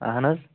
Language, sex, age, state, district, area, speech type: Kashmiri, male, 18-30, Jammu and Kashmir, Kulgam, rural, conversation